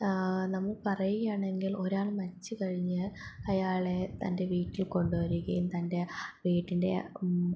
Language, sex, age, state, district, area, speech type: Malayalam, female, 18-30, Kerala, Palakkad, rural, spontaneous